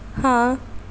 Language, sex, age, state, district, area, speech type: Punjabi, female, 18-30, Punjab, Bathinda, urban, read